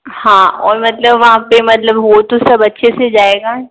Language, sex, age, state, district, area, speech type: Hindi, female, 18-30, Rajasthan, Jodhpur, urban, conversation